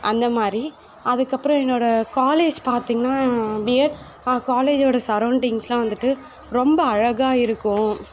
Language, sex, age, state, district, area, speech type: Tamil, female, 18-30, Tamil Nadu, Perambalur, urban, spontaneous